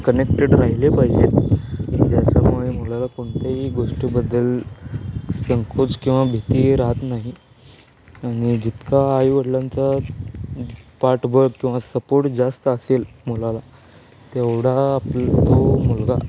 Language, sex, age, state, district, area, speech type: Marathi, male, 18-30, Maharashtra, Sangli, urban, spontaneous